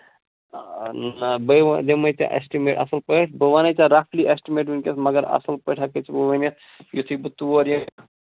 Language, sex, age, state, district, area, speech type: Kashmiri, male, 18-30, Jammu and Kashmir, Ganderbal, rural, conversation